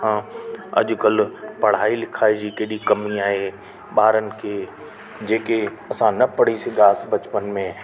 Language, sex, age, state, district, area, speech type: Sindhi, male, 30-45, Delhi, South Delhi, urban, spontaneous